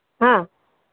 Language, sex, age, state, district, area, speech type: Odia, female, 45-60, Odisha, Sambalpur, rural, conversation